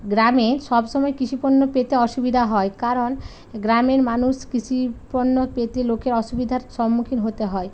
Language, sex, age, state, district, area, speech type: Bengali, female, 45-60, West Bengal, Hooghly, rural, spontaneous